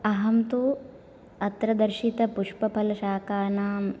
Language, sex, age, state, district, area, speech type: Sanskrit, female, 18-30, Karnataka, Uttara Kannada, urban, spontaneous